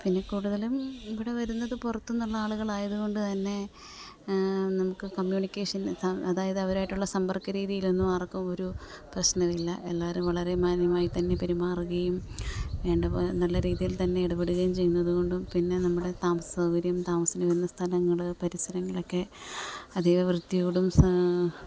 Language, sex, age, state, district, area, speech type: Malayalam, female, 30-45, Kerala, Alappuzha, rural, spontaneous